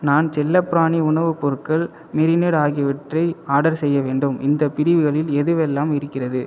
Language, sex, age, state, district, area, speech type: Tamil, male, 18-30, Tamil Nadu, Viluppuram, urban, read